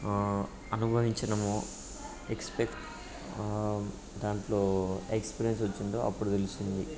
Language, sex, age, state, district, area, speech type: Telugu, male, 30-45, Telangana, Siddipet, rural, spontaneous